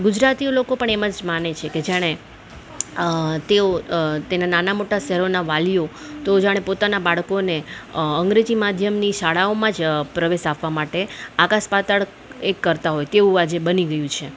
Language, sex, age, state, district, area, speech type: Gujarati, female, 30-45, Gujarat, Ahmedabad, urban, spontaneous